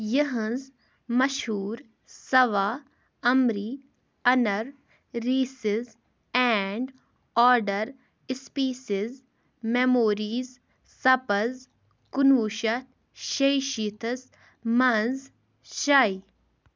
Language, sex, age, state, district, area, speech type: Kashmiri, female, 30-45, Jammu and Kashmir, Kupwara, rural, read